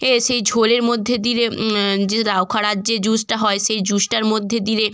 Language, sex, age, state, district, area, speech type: Bengali, female, 18-30, West Bengal, North 24 Parganas, rural, spontaneous